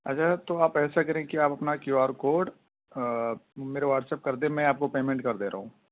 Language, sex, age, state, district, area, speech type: Urdu, male, 18-30, Delhi, East Delhi, urban, conversation